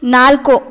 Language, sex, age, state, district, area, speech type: Kannada, female, 30-45, Karnataka, Mandya, rural, read